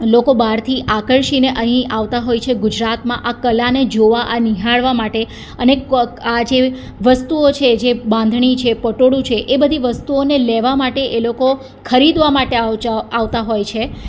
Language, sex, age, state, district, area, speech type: Gujarati, female, 30-45, Gujarat, Surat, urban, spontaneous